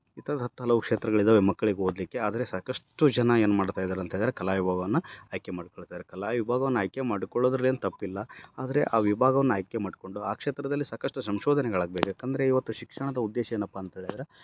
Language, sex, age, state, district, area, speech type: Kannada, male, 30-45, Karnataka, Bellary, rural, spontaneous